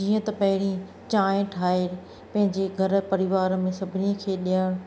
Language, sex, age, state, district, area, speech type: Sindhi, female, 45-60, Maharashtra, Thane, urban, spontaneous